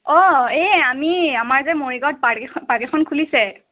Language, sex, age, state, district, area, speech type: Assamese, male, 18-30, Assam, Morigaon, rural, conversation